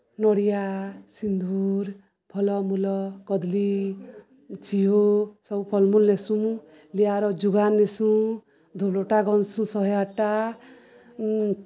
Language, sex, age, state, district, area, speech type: Odia, female, 45-60, Odisha, Balangir, urban, spontaneous